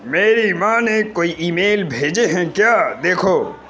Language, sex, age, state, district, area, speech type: Urdu, male, 18-30, Uttar Pradesh, Gautam Buddha Nagar, urban, read